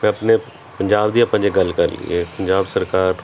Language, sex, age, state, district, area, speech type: Punjabi, male, 30-45, Punjab, Kapurthala, urban, spontaneous